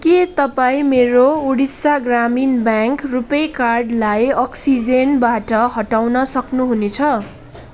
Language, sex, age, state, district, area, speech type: Nepali, female, 18-30, West Bengal, Kalimpong, rural, read